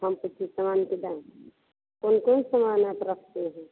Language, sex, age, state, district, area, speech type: Hindi, female, 60+, Bihar, Vaishali, urban, conversation